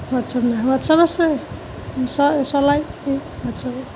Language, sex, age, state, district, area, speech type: Assamese, female, 30-45, Assam, Nalbari, rural, spontaneous